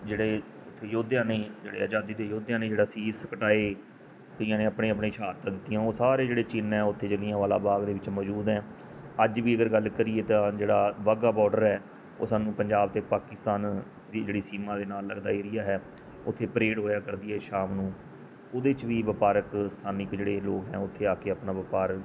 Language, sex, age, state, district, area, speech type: Punjabi, male, 45-60, Punjab, Patiala, urban, spontaneous